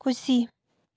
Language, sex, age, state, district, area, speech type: Nepali, female, 45-60, West Bengal, Darjeeling, rural, read